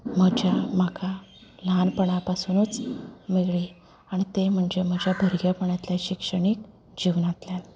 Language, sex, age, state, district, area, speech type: Goan Konkani, female, 30-45, Goa, Canacona, urban, spontaneous